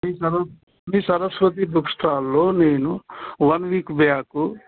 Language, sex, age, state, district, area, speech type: Telugu, male, 60+, Telangana, Warangal, urban, conversation